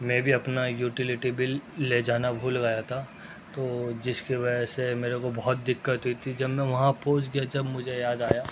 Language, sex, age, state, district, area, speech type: Urdu, male, 18-30, Delhi, North West Delhi, urban, spontaneous